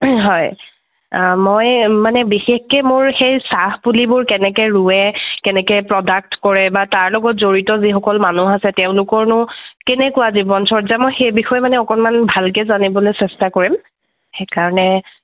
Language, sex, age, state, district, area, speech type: Assamese, female, 30-45, Assam, Dibrugarh, rural, conversation